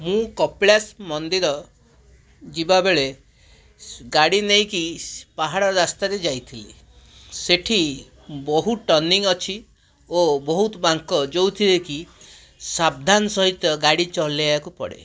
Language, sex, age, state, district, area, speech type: Odia, male, 30-45, Odisha, Cuttack, urban, spontaneous